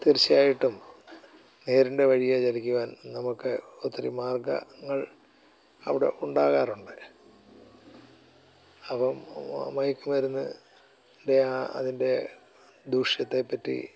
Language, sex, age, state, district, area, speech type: Malayalam, male, 60+, Kerala, Alappuzha, rural, spontaneous